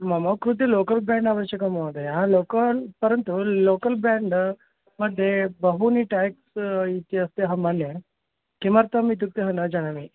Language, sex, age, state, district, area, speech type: Sanskrit, male, 30-45, Karnataka, Vijayapura, urban, conversation